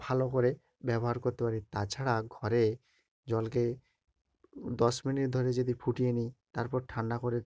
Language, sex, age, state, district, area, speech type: Bengali, male, 45-60, West Bengal, Nadia, rural, spontaneous